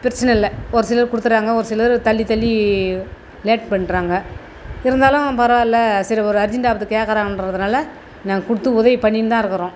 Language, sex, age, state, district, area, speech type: Tamil, female, 60+, Tamil Nadu, Tiruvannamalai, rural, spontaneous